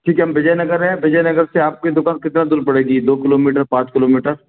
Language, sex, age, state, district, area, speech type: Hindi, male, 45-60, Madhya Pradesh, Gwalior, rural, conversation